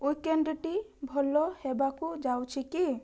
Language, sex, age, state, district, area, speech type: Odia, female, 18-30, Odisha, Balasore, rural, read